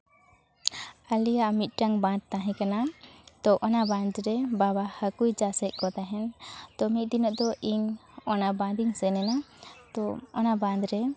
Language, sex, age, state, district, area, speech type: Santali, female, 18-30, West Bengal, Purulia, rural, spontaneous